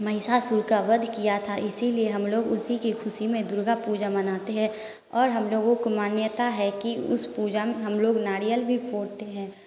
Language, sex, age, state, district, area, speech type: Hindi, female, 18-30, Bihar, Samastipur, rural, spontaneous